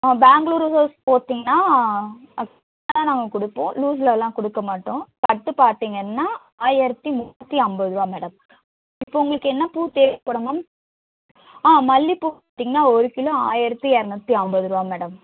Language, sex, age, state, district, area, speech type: Tamil, female, 30-45, Tamil Nadu, Chennai, urban, conversation